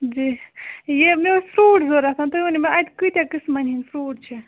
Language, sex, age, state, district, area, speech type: Kashmiri, female, 30-45, Jammu and Kashmir, Budgam, rural, conversation